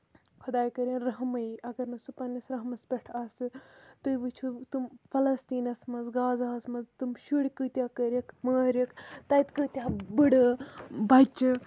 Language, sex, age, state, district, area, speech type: Kashmiri, female, 18-30, Jammu and Kashmir, Kulgam, rural, spontaneous